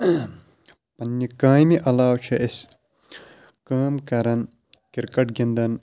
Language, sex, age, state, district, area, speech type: Kashmiri, male, 30-45, Jammu and Kashmir, Shopian, rural, spontaneous